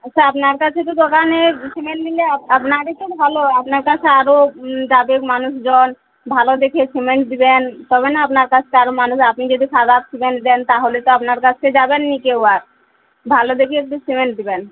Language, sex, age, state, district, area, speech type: Bengali, female, 30-45, West Bengal, Uttar Dinajpur, urban, conversation